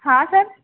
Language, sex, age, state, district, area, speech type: Hindi, female, 18-30, Uttar Pradesh, Mirzapur, urban, conversation